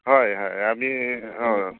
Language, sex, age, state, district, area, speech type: Assamese, male, 45-60, Assam, Udalguri, rural, conversation